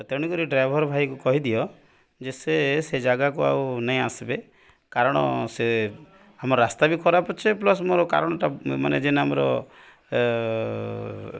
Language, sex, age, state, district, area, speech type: Odia, male, 30-45, Odisha, Nuapada, urban, spontaneous